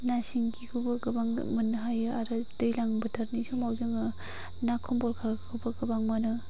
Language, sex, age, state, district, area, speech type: Bodo, female, 45-60, Assam, Chirang, urban, spontaneous